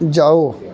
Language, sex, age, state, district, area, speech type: Punjabi, male, 30-45, Punjab, Gurdaspur, rural, read